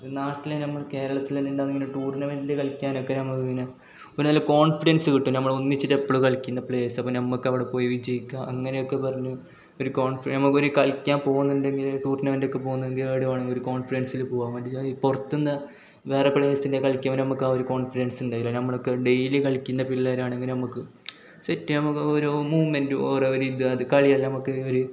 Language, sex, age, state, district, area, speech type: Malayalam, male, 18-30, Kerala, Kasaragod, rural, spontaneous